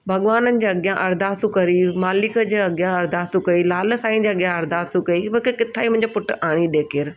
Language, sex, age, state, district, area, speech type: Sindhi, female, 30-45, Delhi, South Delhi, urban, spontaneous